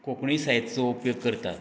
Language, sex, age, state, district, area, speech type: Goan Konkani, male, 60+, Goa, Canacona, rural, spontaneous